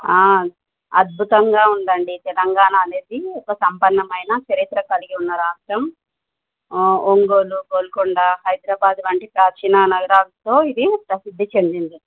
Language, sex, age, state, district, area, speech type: Telugu, female, 45-60, Telangana, Medchal, urban, conversation